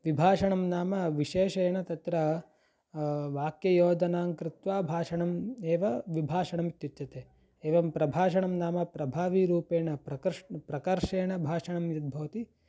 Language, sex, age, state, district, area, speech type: Sanskrit, male, 18-30, Karnataka, Chikkaballapur, rural, spontaneous